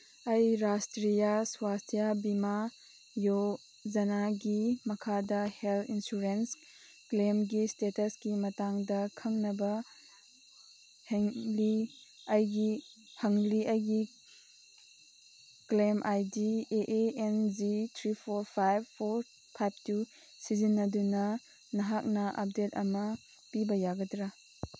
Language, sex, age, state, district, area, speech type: Manipuri, female, 18-30, Manipur, Chandel, rural, read